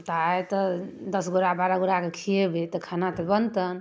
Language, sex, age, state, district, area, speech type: Maithili, female, 30-45, Bihar, Darbhanga, rural, spontaneous